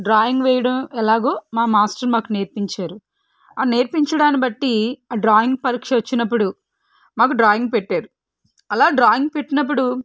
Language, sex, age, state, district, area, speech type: Telugu, female, 18-30, Andhra Pradesh, Guntur, rural, spontaneous